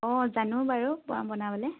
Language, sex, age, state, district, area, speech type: Assamese, female, 30-45, Assam, Lakhimpur, rural, conversation